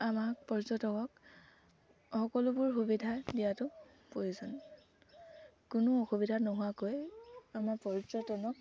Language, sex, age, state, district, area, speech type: Assamese, female, 18-30, Assam, Dibrugarh, rural, spontaneous